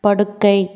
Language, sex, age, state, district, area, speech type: Tamil, female, 18-30, Tamil Nadu, Salem, urban, read